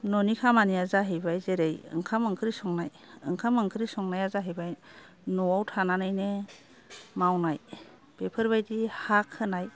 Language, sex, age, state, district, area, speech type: Bodo, female, 60+, Assam, Kokrajhar, rural, spontaneous